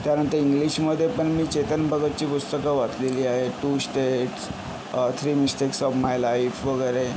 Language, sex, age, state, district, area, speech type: Marathi, male, 30-45, Maharashtra, Yavatmal, urban, spontaneous